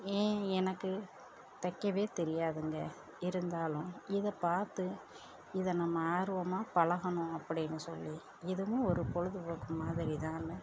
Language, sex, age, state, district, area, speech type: Tamil, female, 45-60, Tamil Nadu, Perambalur, rural, spontaneous